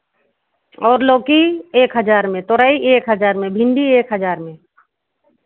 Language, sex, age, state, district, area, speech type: Hindi, female, 60+, Uttar Pradesh, Sitapur, rural, conversation